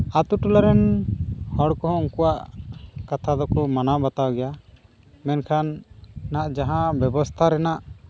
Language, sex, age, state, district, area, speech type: Santali, male, 18-30, Jharkhand, Pakur, rural, spontaneous